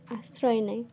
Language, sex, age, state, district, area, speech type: Bengali, female, 18-30, West Bengal, Uttar Dinajpur, urban, spontaneous